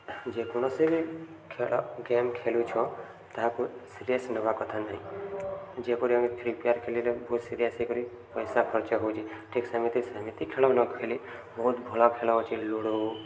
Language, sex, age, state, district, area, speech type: Odia, male, 18-30, Odisha, Subarnapur, urban, spontaneous